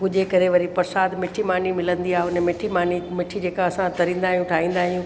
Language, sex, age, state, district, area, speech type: Sindhi, female, 45-60, Rajasthan, Ajmer, urban, spontaneous